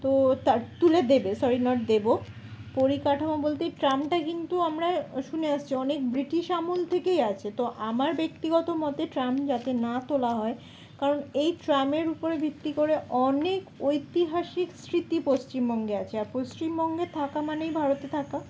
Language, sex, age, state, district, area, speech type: Bengali, female, 30-45, West Bengal, Dakshin Dinajpur, urban, spontaneous